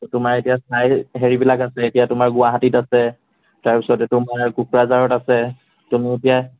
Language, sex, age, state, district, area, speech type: Assamese, male, 45-60, Assam, Morigaon, rural, conversation